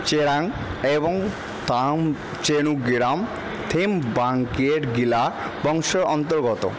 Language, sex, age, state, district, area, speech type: Bengali, male, 18-30, West Bengal, Purba Bardhaman, urban, read